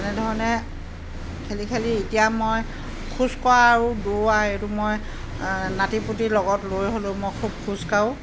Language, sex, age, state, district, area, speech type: Assamese, female, 60+, Assam, Dhemaji, rural, spontaneous